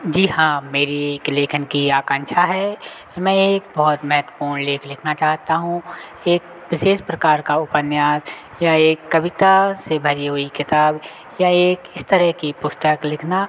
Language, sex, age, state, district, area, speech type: Hindi, male, 30-45, Madhya Pradesh, Hoshangabad, rural, spontaneous